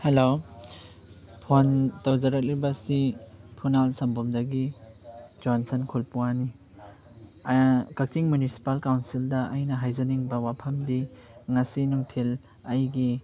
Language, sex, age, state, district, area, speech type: Manipuri, male, 30-45, Manipur, Chandel, rural, spontaneous